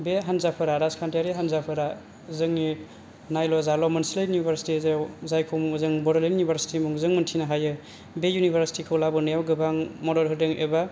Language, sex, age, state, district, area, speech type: Bodo, male, 18-30, Assam, Kokrajhar, rural, spontaneous